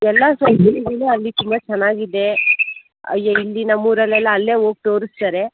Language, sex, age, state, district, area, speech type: Kannada, female, 18-30, Karnataka, Tumkur, urban, conversation